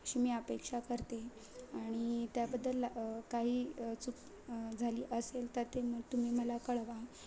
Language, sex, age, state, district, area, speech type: Marathi, female, 18-30, Maharashtra, Ratnagiri, rural, spontaneous